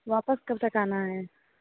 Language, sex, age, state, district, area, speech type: Hindi, female, 18-30, Bihar, Begusarai, rural, conversation